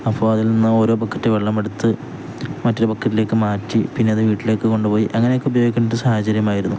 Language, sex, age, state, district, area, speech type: Malayalam, male, 18-30, Kerala, Kozhikode, rural, spontaneous